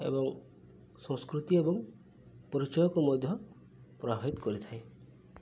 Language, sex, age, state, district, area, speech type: Odia, male, 18-30, Odisha, Subarnapur, urban, spontaneous